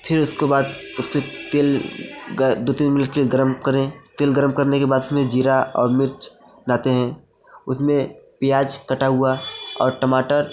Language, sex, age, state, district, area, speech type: Hindi, male, 18-30, Uttar Pradesh, Mirzapur, rural, spontaneous